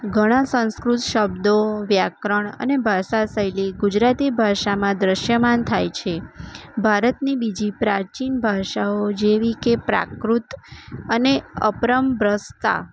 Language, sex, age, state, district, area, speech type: Gujarati, female, 30-45, Gujarat, Kheda, urban, spontaneous